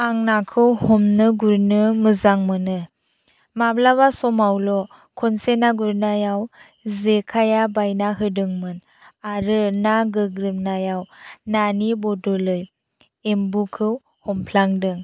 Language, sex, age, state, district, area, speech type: Bodo, female, 45-60, Assam, Chirang, rural, spontaneous